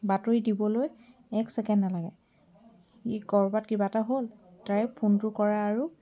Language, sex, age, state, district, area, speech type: Assamese, female, 30-45, Assam, Sivasagar, rural, spontaneous